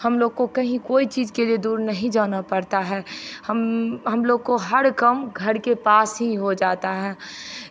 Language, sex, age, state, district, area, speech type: Hindi, female, 45-60, Bihar, Begusarai, rural, spontaneous